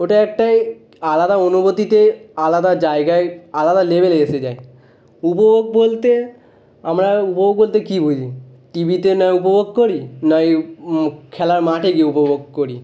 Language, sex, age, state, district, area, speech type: Bengali, male, 18-30, West Bengal, North 24 Parganas, urban, spontaneous